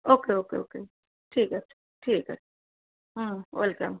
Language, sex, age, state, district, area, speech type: Bengali, female, 45-60, West Bengal, Darjeeling, rural, conversation